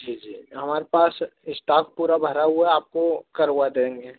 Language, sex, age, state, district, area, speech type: Hindi, male, 18-30, Madhya Pradesh, Harda, urban, conversation